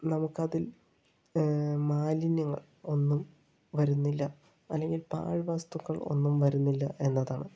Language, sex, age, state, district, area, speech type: Malayalam, male, 30-45, Kerala, Palakkad, rural, spontaneous